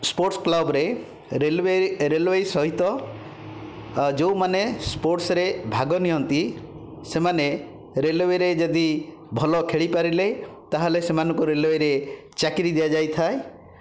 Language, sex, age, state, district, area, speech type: Odia, male, 60+, Odisha, Khordha, rural, spontaneous